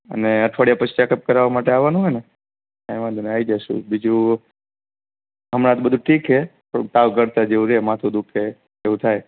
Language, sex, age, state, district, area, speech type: Gujarati, male, 18-30, Gujarat, Morbi, urban, conversation